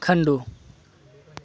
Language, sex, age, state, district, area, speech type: Marathi, male, 18-30, Maharashtra, Thane, urban, spontaneous